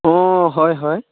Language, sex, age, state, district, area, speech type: Assamese, male, 18-30, Assam, Dhemaji, rural, conversation